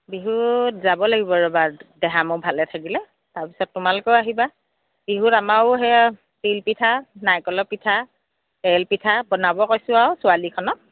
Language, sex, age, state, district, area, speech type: Assamese, female, 60+, Assam, Lakhimpur, urban, conversation